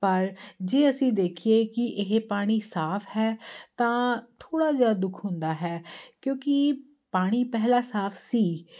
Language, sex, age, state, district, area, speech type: Punjabi, female, 30-45, Punjab, Jalandhar, urban, spontaneous